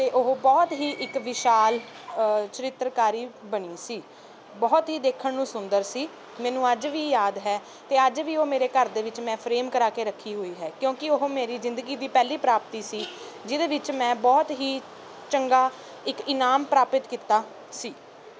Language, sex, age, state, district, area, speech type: Punjabi, female, 18-30, Punjab, Ludhiana, urban, spontaneous